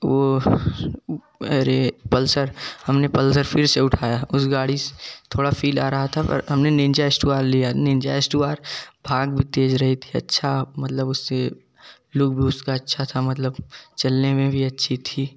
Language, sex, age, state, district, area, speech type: Hindi, male, 18-30, Uttar Pradesh, Jaunpur, urban, spontaneous